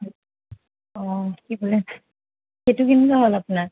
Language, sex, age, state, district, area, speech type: Assamese, female, 18-30, Assam, Kamrup Metropolitan, urban, conversation